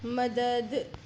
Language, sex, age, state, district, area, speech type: Sindhi, female, 60+, Maharashtra, Thane, urban, read